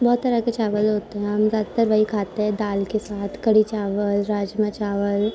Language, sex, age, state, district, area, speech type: Urdu, female, 18-30, Uttar Pradesh, Ghaziabad, urban, spontaneous